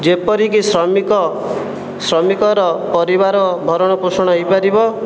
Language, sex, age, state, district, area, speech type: Odia, male, 18-30, Odisha, Jajpur, rural, spontaneous